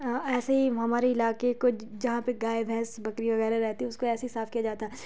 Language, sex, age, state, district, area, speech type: Urdu, female, 30-45, Uttar Pradesh, Lucknow, rural, spontaneous